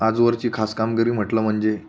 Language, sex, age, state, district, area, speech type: Marathi, male, 18-30, Maharashtra, Buldhana, rural, spontaneous